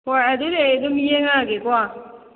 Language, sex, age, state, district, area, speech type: Manipuri, female, 18-30, Manipur, Kakching, rural, conversation